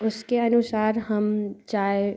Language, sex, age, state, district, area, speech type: Hindi, female, 30-45, Madhya Pradesh, Katni, urban, spontaneous